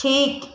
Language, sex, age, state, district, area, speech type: Bengali, female, 30-45, West Bengal, Paschim Medinipur, rural, read